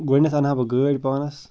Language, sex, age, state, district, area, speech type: Kashmiri, male, 30-45, Jammu and Kashmir, Bandipora, rural, spontaneous